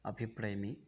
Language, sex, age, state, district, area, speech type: Sanskrit, male, 30-45, West Bengal, Murshidabad, urban, spontaneous